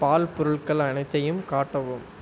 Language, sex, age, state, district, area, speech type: Tamil, male, 18-30, Tamil Nadu, Sivaganga, rural, read